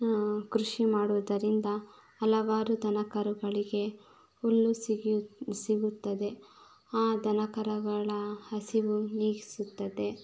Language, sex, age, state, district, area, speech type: Kannada, female, 18-30, Karnataka, Chitradurga, rural, spontaneous